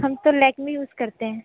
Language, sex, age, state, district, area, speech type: Hindi, female, 30-45, Uttar Pradesh, Sonbhadra, rural, conversation